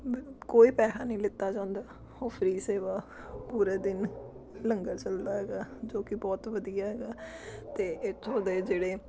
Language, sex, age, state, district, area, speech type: Punjabi, female, 30-45, Punjab, Amritsar, urban, spontaneous